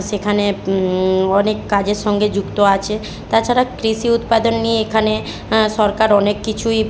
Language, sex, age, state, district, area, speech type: Bengali, female, 18-30, West Bengal, Jhargram, rural, spontaneous